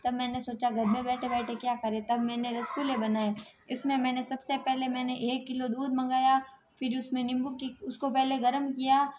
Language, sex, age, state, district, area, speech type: Hindi, female, 45-60, Rajasthan, Jodhpur, urban, spontaneous